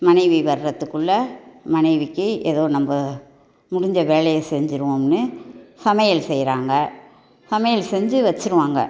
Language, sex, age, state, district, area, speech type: Tamil, female, 60+, Tamil Nadu, Tiruchirappalli, urban, spontaneous